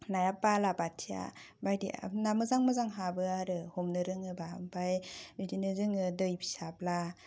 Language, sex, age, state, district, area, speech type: Bodo, female, 30-45, Assam, Kokrajhar, rural, spontaneous